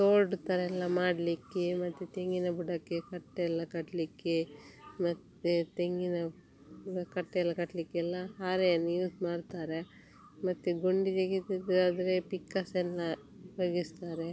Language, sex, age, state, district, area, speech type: Kannada, female, 30-45, Karnataka, Dakshina Kannada, rural, spontaneous